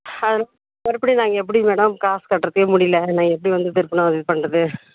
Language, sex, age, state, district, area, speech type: Tamil, female, 30-45, Tamil Nadu, Tirupattur, rural, conversation